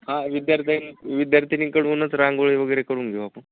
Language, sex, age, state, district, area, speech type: Marathi, male, 18-30, Maharashtra, Jalna, rural, conversation